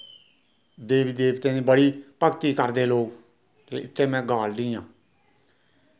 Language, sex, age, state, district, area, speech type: Dogri, male, 60+, Jammu and Kashmir, Reasi, rural, spontaneous